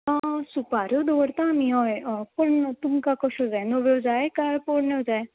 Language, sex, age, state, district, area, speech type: Goan Konkani, female, 30-45, Goa, Tiswadi, rural, conversation